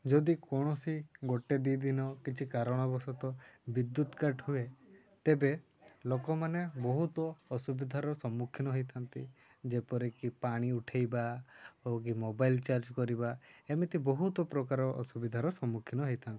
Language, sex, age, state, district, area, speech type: Odia, male, 18-30, Odisha, Mayurbhanj, rural, spontaneous